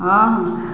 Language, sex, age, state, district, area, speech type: Odia, female, 60+, Odisha, Balangir, urban, spontaneous